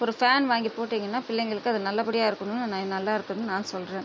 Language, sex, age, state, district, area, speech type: Tamil, female, 30-45, Tamil Nadu, Tiruchirappalli, rural, spontaneous